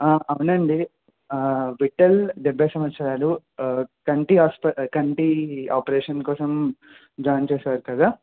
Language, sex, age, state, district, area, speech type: Telugu, male, 18-30, Telangana, Mahabubabad, urban, conversation